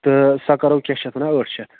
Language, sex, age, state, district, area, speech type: Kashmiri, male, 30-45, Jammu and Kashmir, Budgam, rural, conversation